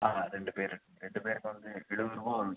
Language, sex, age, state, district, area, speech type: Tamil, male, 18-30, Tamil Nadu, Pudukkottai, rural, conversation